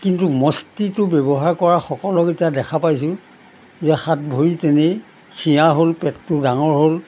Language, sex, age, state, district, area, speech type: Assamese, male, 60+, Assam, Golaghat, urban, spontaneous